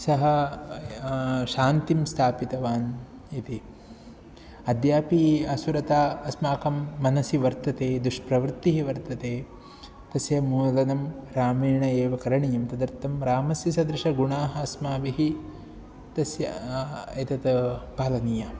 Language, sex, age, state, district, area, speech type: Sanskrit, male, 30-45, Kerala, Ernakulam, rural, spontaneous